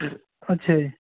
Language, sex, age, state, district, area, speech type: Punjabi, male, 30-45, Punjab, Barnala, rural, conversation